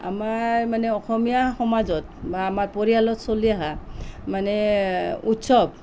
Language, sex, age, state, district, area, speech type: Assamese, female, 45-60, Assam, Nalbari, rural, spontaneous